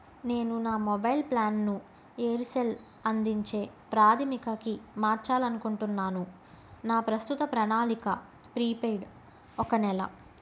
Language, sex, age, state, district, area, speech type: Telugu, female, 30-45, Andhra Pradesh, Krishna, urban, read